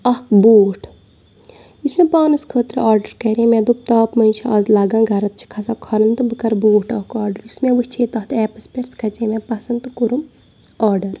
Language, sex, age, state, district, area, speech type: Kashmiri, female, 30-45, Jammu and Kashmir, Bandipora, rural, spontaneous